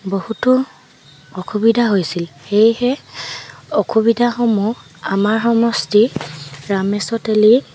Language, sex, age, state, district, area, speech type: Assamese, female, 18-30, Assam, Dibrugarh, rural, spontaneous